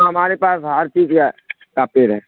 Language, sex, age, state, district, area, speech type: Urdu, male, 18-30, Bihar, Supaul, rural, conversation